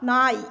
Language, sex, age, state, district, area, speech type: Tamil, female, 45-60, Tamil Nadu, Perambalur, rural, read